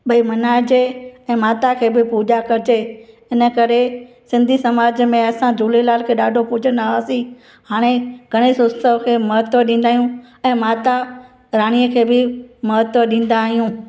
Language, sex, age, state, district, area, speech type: Sindhi, female, 60+, Gujarat, Kutch, rural, spontaneous